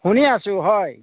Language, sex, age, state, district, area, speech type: Assamese, male, 60+, Assam, Golaghat, urban, conversation